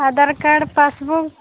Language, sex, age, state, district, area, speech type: Odia, female, 18-30, Odisha, Nabarangpur, urban, conversation